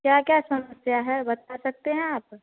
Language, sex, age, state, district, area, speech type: Hindi, female, 18-30, Bihar, Samastipur, urban, conversation